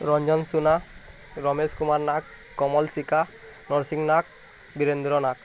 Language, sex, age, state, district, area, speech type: Odia, male, 18-30, Odisha, Bargarh, urban, spontaneous